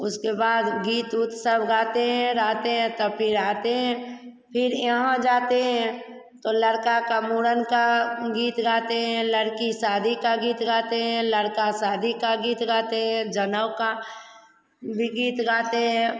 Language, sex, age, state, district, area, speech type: Hindi, female, 60+, Bihar, Begusarai, rural, spontaneous